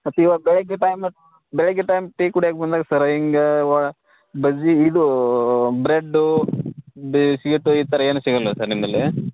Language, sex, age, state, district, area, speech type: Kannada, male, 30-45, Karnataka, Belgaum, rural, conversation